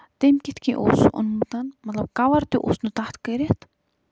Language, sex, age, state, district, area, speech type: Kashmiri, female, 45-60, Jammu and Kashmir, Budgam, rural, spontaneous